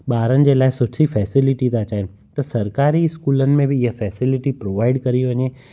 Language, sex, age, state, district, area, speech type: Sindhi, male, 30-45, Gujarat, Kutch, rural, spontaneous